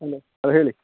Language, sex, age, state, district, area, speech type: Kannada, male, 18-30, Karnataka, Uttara Kannada, rural, conversation